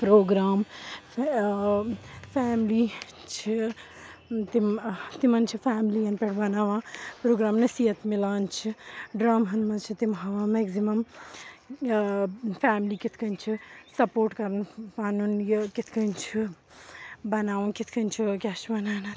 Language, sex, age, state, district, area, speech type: Kashmiri, female, 18-30, Jammu and Kashmir, Srinagar, rural, spontaneous